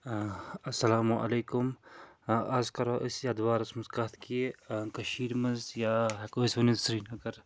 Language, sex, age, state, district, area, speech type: Kashmiri, male, 45-60, Jammu and Kashmir, Srinagar, urban, spontaneous